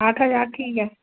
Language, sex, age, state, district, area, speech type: Hindi, female, 60+, Madhya Pradesh, Jabalpur, urban, conversation